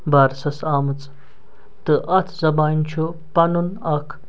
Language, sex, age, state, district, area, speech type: Kashmiri, male, 45-60, Jammu and Kashmir, Srinagar, urban, spontaneous